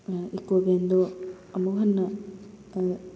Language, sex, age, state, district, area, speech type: Manipuri, female, 30-45, Manipur, Kakching, rural, spontaneous